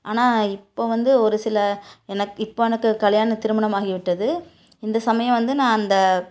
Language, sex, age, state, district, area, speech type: Tamil, female, 30-45, Tamil Nadu, Tiruppur, rural, spontaneous